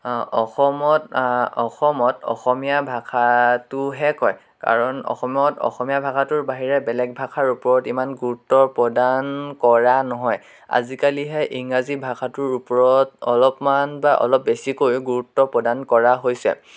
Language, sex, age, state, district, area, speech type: Assamese, male, 18-30, Assam, Dhemaji, rural, spontaneous